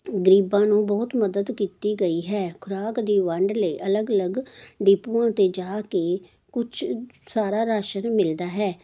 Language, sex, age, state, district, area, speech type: Punjabi, female, 60+, Punjab, Jalandhar, urban, spontaneous